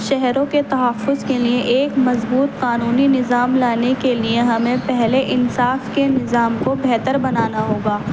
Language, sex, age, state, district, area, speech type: Urdu, female, 18-30, Delhi, East Delhi, urban, spontaneous